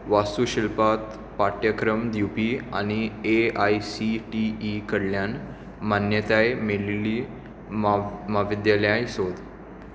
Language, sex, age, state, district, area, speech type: Goan Konkani, male, 18-30, Goa, Tiswadi, rural, read